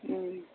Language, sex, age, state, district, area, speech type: Bodo, female, 30-45, Assam, Kokrajhar, rural, conversation